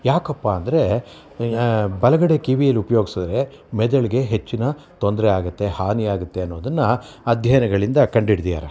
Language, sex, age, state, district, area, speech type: Kannada, male, 60+, Karnataka, Bangalore Urban, urban, spontaneous